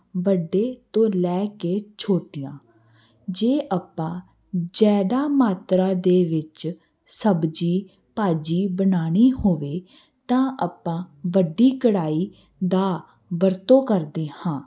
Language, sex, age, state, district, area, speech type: Punjabi, female, 18-30, Punjab, Hoshiarpur, urban, spontaneous